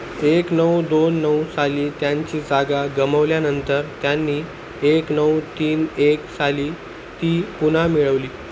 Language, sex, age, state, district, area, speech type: Marathi, male, 30-45, Maharashtra, Nanded, rural, read